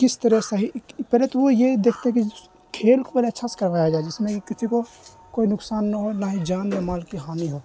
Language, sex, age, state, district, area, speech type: Urdu, male, 18-30, Bihar, Khagaria, rural, spontaneous